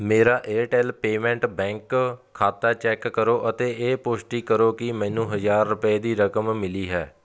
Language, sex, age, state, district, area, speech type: Punjabi, male, 30-45, Punjab, Fatehgarh Sahib, rural, read